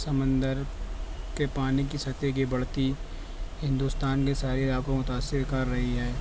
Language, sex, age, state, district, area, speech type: Urdu, male, 60+, Maharashtra, Nashik, rural, spontaneous